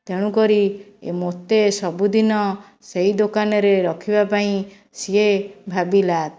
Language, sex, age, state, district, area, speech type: Odia, female, 45-60, Odisha, Jajpur, rural, spontaneous